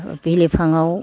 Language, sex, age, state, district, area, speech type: Bodo, female, 60+, Assam, Kokrajhar, rural, spontaneous